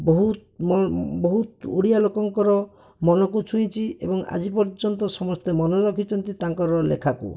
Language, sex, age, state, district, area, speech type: Odia, male, 60+, Odisha, Bhadrak, rural, spontaneous